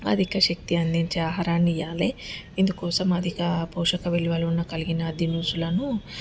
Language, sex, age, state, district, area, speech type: Telugu, female, 30-45, Telangana, Mancherial, rural, spontaneous